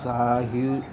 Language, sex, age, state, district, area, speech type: Goan Konkani, male, 45-60, Goa, Murmgao, rural, spontaneous